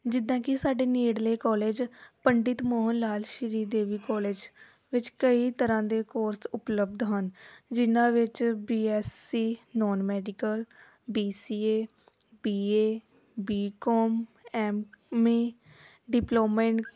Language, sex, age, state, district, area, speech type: Punjabi, female, 18-30, Punjab, Gurdaspur, rural, spontaneous